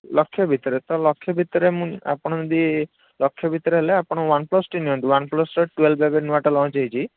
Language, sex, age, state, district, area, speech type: Odia, male, 18-30, Odisha, Puri, urban, conversation